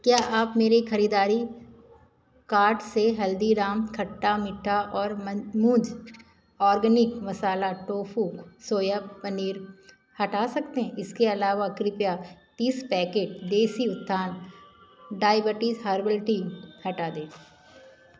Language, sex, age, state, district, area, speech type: Hindi, female, 45-60, Madhya Pradesh, Jabalpur, urban, read